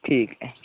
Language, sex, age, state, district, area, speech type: Dogri, male, 18-30, Jammu and Kashmir, Udhampur, rural, conversation